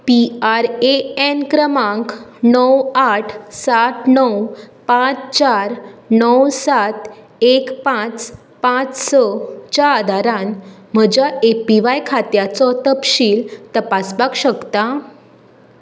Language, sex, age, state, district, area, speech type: Goan Konkani, female, 18-30, Goa, Tiswadi, rural, read